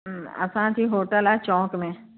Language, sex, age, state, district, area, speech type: Sindhi, female, 45-60, Uttar Pradesh, Lucknow, rural, conversation